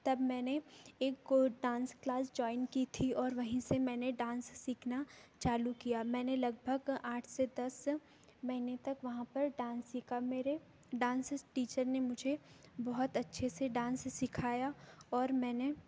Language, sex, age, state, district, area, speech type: Hindi, female, 18-30, Madhya Pradesh, Betul, urban, spontaneous